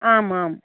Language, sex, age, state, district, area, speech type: Sanskrit, female, 45-60, Karnataka, Udupi, urban, conversation